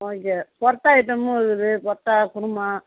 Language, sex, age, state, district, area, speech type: Tamil, female, 45-60, Tamil Nadu, Cuddalore, rural, conversation